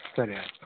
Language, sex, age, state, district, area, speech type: Kannada, male, 45-60, Karnataka, Davanagere, urban, conversation